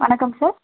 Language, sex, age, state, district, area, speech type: Tamil, female, 18-30, Tamil Nadu, Tenkasi, rural, conversation